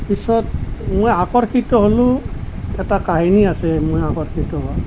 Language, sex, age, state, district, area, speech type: Assamese, male, 60+, Assam, Nalbari, rural, spontaneous